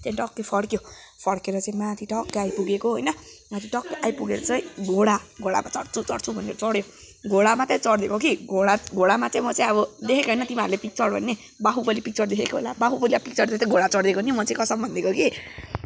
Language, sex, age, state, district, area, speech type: Nepali, male, 18-30, West Bengal, Kalimpong, rural, spontaneous